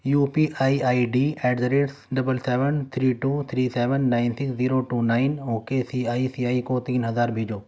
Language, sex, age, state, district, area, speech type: Urdu, male, 18-30, Delhi, Central Delhi, urban, read